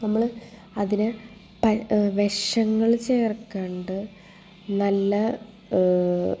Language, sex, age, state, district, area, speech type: Malayalam, female, 18-30, Kerala, Thrissur, urban, spontaneous